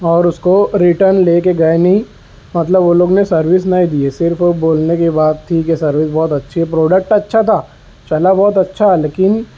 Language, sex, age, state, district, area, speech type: Urdu, male, 18-30, Maharashtra, Nashik, urban, spontaneous